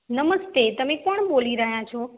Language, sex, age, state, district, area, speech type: Gujarati, female, 45-60, Gujarat, Mehsana, rural, conversation